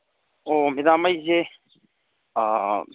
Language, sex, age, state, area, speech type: Manipuri, male, 30-45, Manipur, urban, conversation